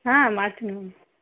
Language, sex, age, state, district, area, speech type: Kannada, female, 18-30, Karnataka, Vijayanagara, rural, conversation